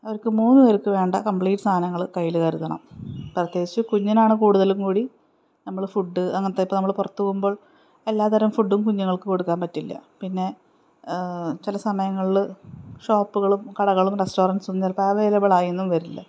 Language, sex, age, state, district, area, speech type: Malayalam, female, 30-45, Kerala, Palakkad, rural, spontaneous